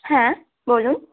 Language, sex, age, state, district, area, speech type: Bengali, female, 18-30, West Bengal, Malda, rural, conversation